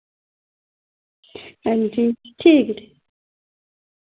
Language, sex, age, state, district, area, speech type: Dogri, female, 30-45, Jammu and Kashmir, Reasi, rural, conversation